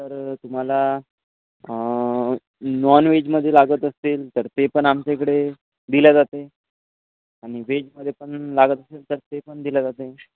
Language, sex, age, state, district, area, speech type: Marathi, male, 18-30, Maharashtra, Washim, rural, conversation